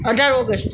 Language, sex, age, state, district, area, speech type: Gujarati, female, 45-60, Gujarat, Morbi, urban, spontaneous